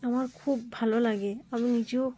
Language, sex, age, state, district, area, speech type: Bengali, female, 30-45, West Bengal, Cooch Behar, urban, spontaneous